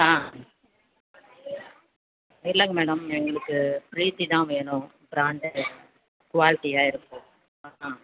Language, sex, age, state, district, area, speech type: Tamil, female, 60+, Tamil Nadu, Tenkasi, urban, conversation